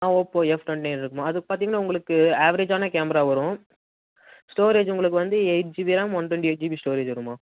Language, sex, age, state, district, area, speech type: Tamil, male, 18-30, Tamil Nadu, Tenkasi, urban, conversation